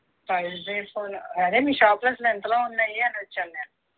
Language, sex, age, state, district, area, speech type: Telugu, female, 60+, Andhra Pradesh, Eluru, rural, conversation